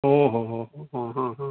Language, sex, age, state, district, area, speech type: Sanskrit, male, 60+, Karnataka, Bangalore Urban, urban, conversation